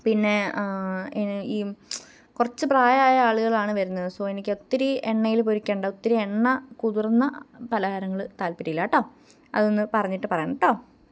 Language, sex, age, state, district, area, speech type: Malayalam, female, 18-30, Kerala, Pathanamthitta, rural, spontaneous